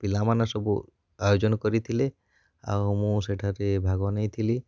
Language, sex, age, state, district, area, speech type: Odia, male, 18-30, Odisha, Kalahandi, rural, spontaneous